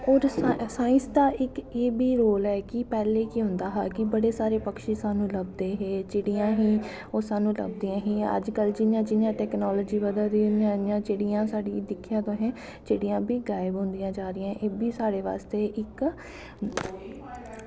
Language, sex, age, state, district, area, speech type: Dogri, female, 18-30, Jammu and Kashmir, Kathua, urban, spontaneous